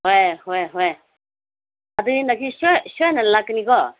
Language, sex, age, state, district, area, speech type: Manipuri, female, 45-60, Manipur, Senapati, rural, conversation